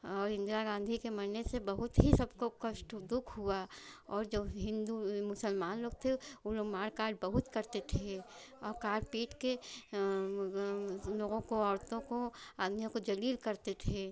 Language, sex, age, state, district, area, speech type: Hindi, female, 45-60, Uttar Pradesh, Chandauli, rural, spontaneous